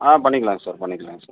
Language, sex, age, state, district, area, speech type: Tamil, male, 60+, Tamil Nadu, Sivaganga, urban, conversation